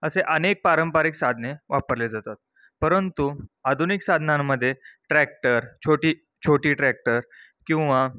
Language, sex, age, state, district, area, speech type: Marathi, male, 18-30, Maharashtra, Satara, rural, spontaneous